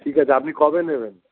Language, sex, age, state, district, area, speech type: Bengali, male, 60+, West Bengal, Nadia, rural, conversation